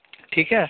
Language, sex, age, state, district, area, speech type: Urdu, male, 18-30, Uttar Pradesh, Shahjahanpur, urban, conversation